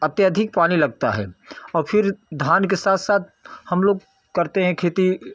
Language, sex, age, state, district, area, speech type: Hindi, male, 60+, Uttar Pradesh, Jaunpur, urban, spontaneous